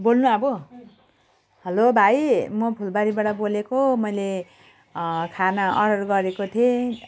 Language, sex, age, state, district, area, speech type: Nepali, female, 45-60, West Bengal, Jalpaiguri, rural, spontaneous